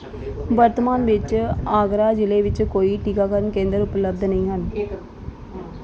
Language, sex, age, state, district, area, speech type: Punjabi, female, 30-45, Punjab, Gurdaspur, urban, read